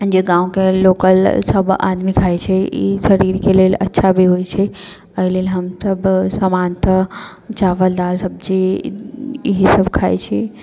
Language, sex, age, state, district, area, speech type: Maithili, female, 18-30, Bihar, Sitamarhi, rural, spontaneous